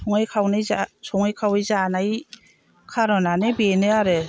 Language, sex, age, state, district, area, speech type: Bodo, female, 60+, Assam, Chirang, rural, spontaneous